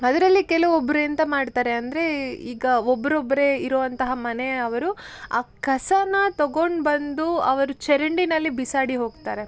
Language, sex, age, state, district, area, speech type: Kannada, female, 18-30, Karnataka, Tumkur, urban, spontaneous